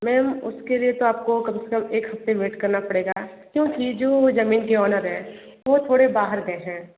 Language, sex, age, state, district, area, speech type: Hindi, female, 45-60, Uttar Pradesh, Sonbhadra, rural, conversation